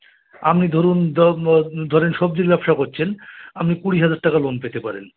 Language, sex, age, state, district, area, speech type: Bengali, male, 45-60, West Bengal, Birbhum, urban, conversation